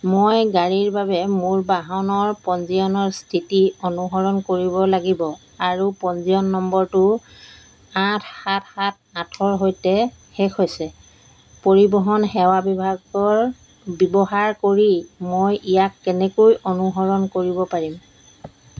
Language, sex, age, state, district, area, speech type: Assamese, female, 45-60, Assam, Golaghat, urban, read